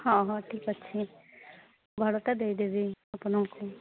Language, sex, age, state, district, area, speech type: Odia, female, 30-45, Odisha, Malkangiri, urban, conversation